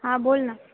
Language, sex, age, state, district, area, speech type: Marathi, female, 18-30, Maharashtra, Ahmednagar, urban, conversation